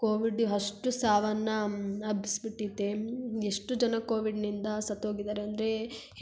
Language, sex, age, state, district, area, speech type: Kannada, female, 18-30, Karnataka, Hassan, urban, spontaneous